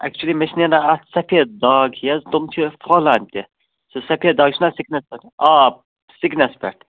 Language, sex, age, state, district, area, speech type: Kashmiri, male, 30-45, Jammu and Kashmir, Budgam, rural, conversation